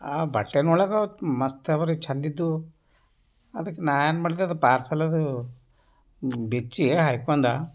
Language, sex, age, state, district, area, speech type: Kannada, male, 60+, Karnataka, Bidar, urban, spontaneous